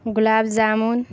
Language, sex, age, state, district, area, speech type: Urdu, female, 18-30, Bihar, Saharsa, rural, spontaneous